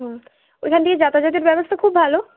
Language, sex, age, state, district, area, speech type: Bengali, female, 18-30, West Bengal, Bankura, urban, conversation